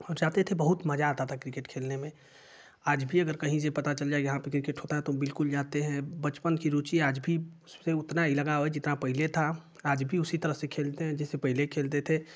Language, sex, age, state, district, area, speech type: Hindi, male, 18-30, Uttar Pradesh, Ghazipur, rural, spontaneous